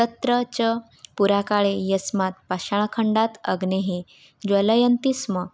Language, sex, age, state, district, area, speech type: Sanskrit, female, 18-30, Odisha, Mayurbhanj, rural, spontaneous